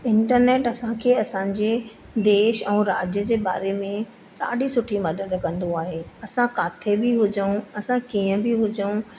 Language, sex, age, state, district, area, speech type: Sindhi, female, 30-45, Madhya Pradesh, Katni, urban, spontaneous